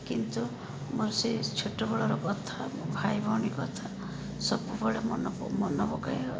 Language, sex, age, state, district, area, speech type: Odia, female, 30-45, Odisha, Rayagada, rural, spontaneous